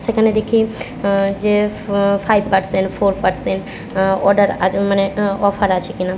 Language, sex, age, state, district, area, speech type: Bengali, female, 45-60, West Bengal, Jhargram, rural, spontaneous